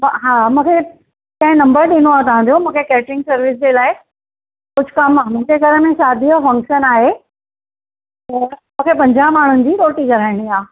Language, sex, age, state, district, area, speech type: Sindhi, female, 45-60, Maharashtra, Thane, urban, conversation